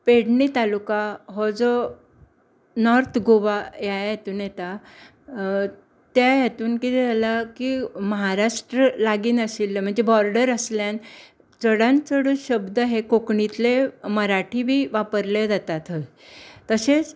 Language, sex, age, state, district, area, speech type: Goan Konkani, female, 60+, Goa, Bardez, rural, spontaneous